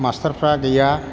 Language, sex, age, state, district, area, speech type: Bodo, male, 60+, Assam, Chirang, rural, spontaneous